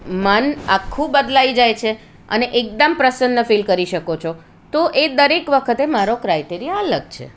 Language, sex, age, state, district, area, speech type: Gujarati, female, 45-60, Gujarat, Surat, urban, spontaneous